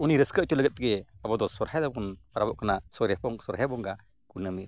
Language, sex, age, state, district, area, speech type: Santali, male, 45-60, Odisha, Mayurbhanj, rural, spontaneous